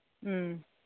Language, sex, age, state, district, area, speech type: Manipuri, female, 45-60, Manipur, Imphal East, rural, conversation